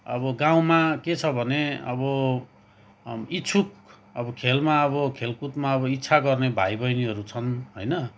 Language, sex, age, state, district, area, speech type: Nepali, male, 30-45, West Bengal, Kalimpong, rural, spontaneous